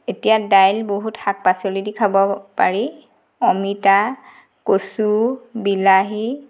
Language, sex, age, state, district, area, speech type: Assamese, female, 30-45, Assam, Golaghat, urban, spontaneous